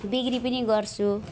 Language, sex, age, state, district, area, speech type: Nepali, female, 45-60, West Bengal, Alipurduar, urban, spontaneous